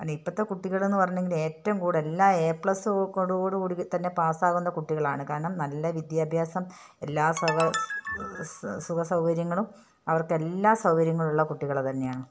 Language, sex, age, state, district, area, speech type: Malayalam, female, 60+, Kerala, Wayanad, rural, spontaneous